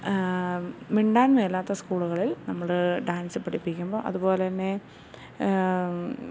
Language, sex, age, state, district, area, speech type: Malayalam, female, 30-45, Kerala, Kottayam, urban, spontaneous